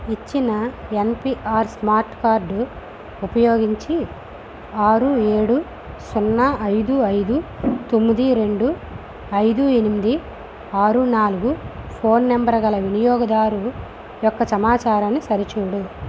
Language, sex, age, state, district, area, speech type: Telugu, female, 18-30, Andhra Pradesh, Visakhapatnam, rural, read